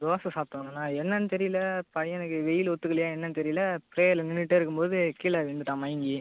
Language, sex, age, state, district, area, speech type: Tamil, male, 18-30, Tamil Nadu, Cuddalore, rural, conversation